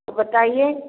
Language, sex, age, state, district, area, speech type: Hindi, female, 45-60, Uttar Pradesh, Bhadohi, rural, conversation